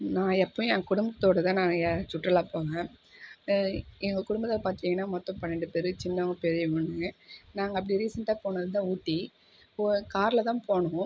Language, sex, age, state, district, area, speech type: Tamil, female, 30-45, Tamil Nadu, Viluppuram, urban, spontaneous